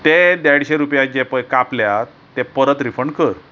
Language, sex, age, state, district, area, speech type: Goan Konkani, male, 45-60, Goa, Bardez, urban, spontaneous